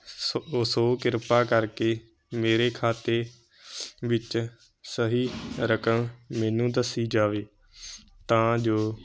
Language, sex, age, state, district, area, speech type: Punjabi, male, 18-30, Punjab, Moga, rural, spontaneous